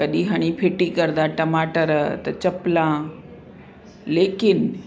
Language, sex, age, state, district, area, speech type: Sindhi, female, 45-60, Uttar Pradesh, Lucknow, urban, spontaneous